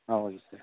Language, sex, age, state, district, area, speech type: Tamil, male, 30-45, Tamil Nadu, Viluppuram, rural, conversation